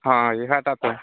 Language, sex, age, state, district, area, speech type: Odia, male, 18-30, Odisha, Nuapada, rural, conversation